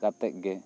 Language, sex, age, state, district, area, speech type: Santali, male, 30-45, West Bengal, Bankura, rural, spontaneous